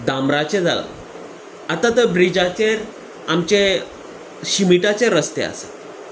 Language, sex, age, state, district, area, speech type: Goan Konkani, male, 30-45, Goa, Salcete, urban, spontaneous